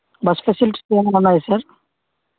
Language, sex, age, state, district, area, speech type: Telugu, male, 45-60, Andhra Pradesh, Vizianagaram, rural, conversation